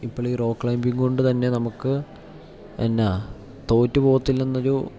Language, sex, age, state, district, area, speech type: Malayalam, male, 18-30, Kerala, Idukki, rural, spontaneous